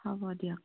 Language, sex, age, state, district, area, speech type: Assamese, female, 45-60, Assam, Lakhimpur, rural, conversation